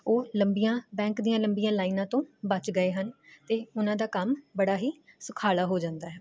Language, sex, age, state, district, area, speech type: Punjabi, female, 18-30, Punjab, Jalandhar, urban, spontaneous